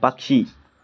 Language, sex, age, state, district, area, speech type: Malayalam, male, 18-30, Kerala, Kannur, rural, read